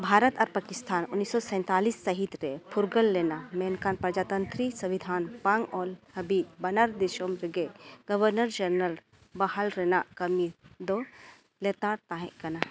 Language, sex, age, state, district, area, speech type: Santali, female, 30-45, Jharkhand, East Singhbhum, rural, read